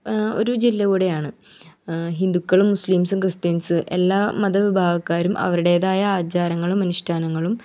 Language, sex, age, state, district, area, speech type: Malayalam, female, 18-30, Kerala, Ernakulam, rural, spontaneous